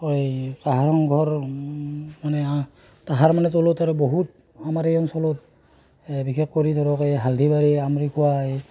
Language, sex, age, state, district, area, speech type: Assamese, male, 30-45, Assam, Barpeta, rural, spontaneous